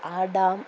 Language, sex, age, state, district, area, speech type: Malayalam, female, 18-30, Kerala, Idukki, rural, spontaneous